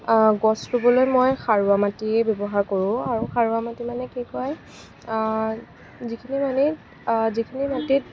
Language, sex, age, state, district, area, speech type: Assamese, female, 18-30, Assam, Kamrup Metropolitan, urban, spontaneous